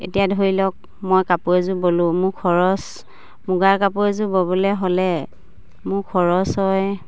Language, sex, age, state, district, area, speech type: Assamese, female, 30-45, Assam, Dibrugarh, rural, spontaneous